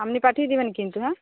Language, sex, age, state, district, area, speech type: Bengali, female, 30-45, West Bengal, Uttar Dinajpur, urban, conversation